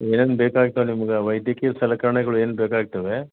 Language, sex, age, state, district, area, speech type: Kannada, male, 60+, Karnataka, Gulbarga, urban, conversation